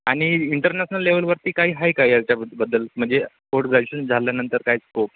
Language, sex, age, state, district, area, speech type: Marathi, male, 18-30, Maharashtra, Ratnagiri, rural, conversation